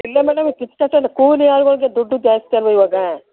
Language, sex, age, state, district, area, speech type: Kannada, female, 60+, Karnataka, Mandya, rural, conversation